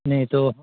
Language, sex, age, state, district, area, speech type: Hindi, male, 60+, Uttar Pradesh, Ayodhya, rural, conversation